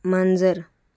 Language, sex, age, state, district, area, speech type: Marathi, female, 18-30, Maharashtra, Mumbai Suburban, rural, read